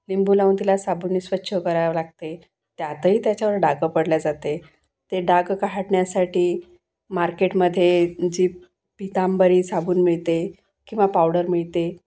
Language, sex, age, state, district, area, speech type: Marathi, female, 30-45, Maharashtra, Wardha, urban, spontaneous